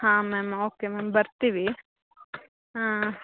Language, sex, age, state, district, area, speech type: Kannada, female, 18-30, Karnataka, Chikkamagaluru, rural, conversation